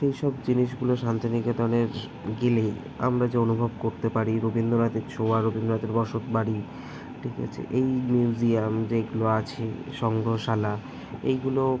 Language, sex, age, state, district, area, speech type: Bengali, male, 18-30, West Bengal, Kolkata, urban, spontaneous